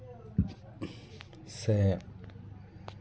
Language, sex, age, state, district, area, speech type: Santali, male, 30-45, West Bengal, Purba Bardhaman, rural, spontaneous